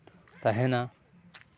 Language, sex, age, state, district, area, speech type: Santali, male, 30-45, West Bengal, Purba Bardhaman, rural, spontaneous